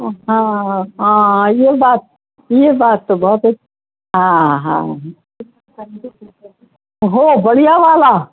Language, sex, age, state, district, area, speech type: Urdu, female, 60+, Uttar Pradesh, Rampur, urban, conversation